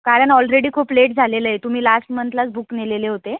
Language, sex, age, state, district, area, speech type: Marathi, female, 30-45, Maharashtra, Buldhana, rural, conversation